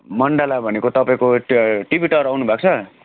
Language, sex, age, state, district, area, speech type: Nepali, male, 30-45, West Bengal, Darjeeling, rural, conversation